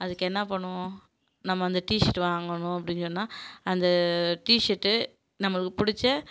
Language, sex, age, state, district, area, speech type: Tamil, female, 30-45, Tamil Nadu, Kallakurichi, urban, spontaneous